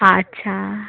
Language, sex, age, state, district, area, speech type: Bengali, female, 45-60, West Bengal, Jalpaiguri, rural, conversation